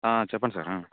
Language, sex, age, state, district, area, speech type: Telugu, male, 30-45, Andhra Pradesh, Alluri Sitarama Raju, rural, conversation